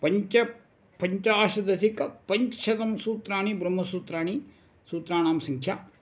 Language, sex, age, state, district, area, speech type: Sanskrit, male, 60+, Karnataka, Uttara Kannada, rural, spontaneous